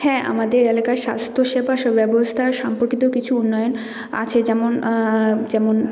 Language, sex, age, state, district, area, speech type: Bengali, female, 18-30, West Bengal, Jalpaiguri, rural, spontaneous